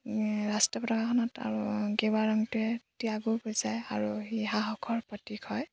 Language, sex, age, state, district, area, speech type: Assamese, female, 18-30, Assam, Lakhimpur, rural, spontaneous